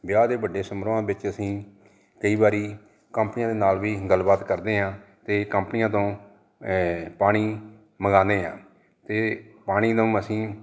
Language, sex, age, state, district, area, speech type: Punjabi, male, 45-60, Punjab, Jalandhar, urban, spontaneous